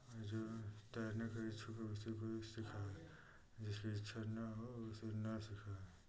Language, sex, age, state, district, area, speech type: Hindi, male, 30-45, Uttar Pradesh, Ghazipur, rural, spontaneous